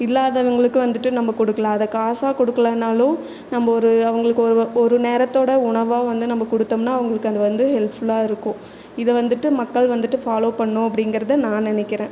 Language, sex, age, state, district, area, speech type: Tamil, female, 30-45, Tamil Nadu, Erode, rural, spontaneous